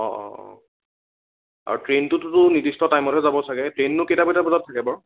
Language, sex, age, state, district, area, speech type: Assamese, male, 18-30, Assam, Biswanath, rural, conversation